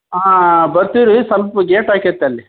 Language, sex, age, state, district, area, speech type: Kannada, male, 60+, Karnataka, Koppal, urban, conversation